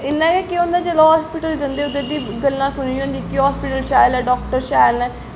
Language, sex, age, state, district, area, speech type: Dogri, female, 18-30, Jammu and Kashmir, Jammu, rural, spontaneous